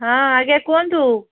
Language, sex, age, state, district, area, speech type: Odia, female, 60+, Odisha, Gajapati, rural, conversation